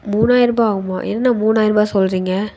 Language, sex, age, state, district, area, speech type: Tamil, female, 18-30, Tamil Nadu, Tiruppur, rural, spontaneous